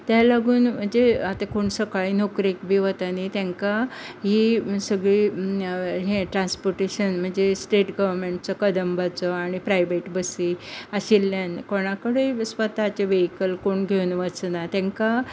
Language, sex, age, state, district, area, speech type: Goan Konkani, female, 60+, Goa, Bardez, rural, spontaneous